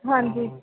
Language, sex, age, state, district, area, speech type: Punjabi, female, 18-30, Punjab, Ludhiana, rural, conversation